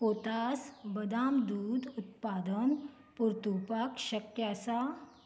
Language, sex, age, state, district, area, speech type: Goan Konkani, female, 45-60, Goa, Canacona, rural, read